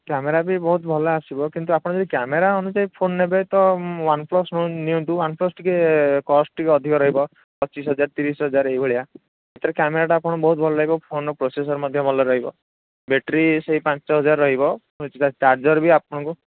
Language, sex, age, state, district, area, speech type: Odia, male, 18-30, Odisha, Puri, urban, conversation